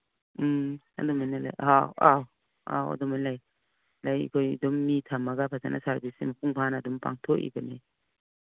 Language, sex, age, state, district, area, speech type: Manipuri, female, 60+, Manipur, Imphal East, rural, conversation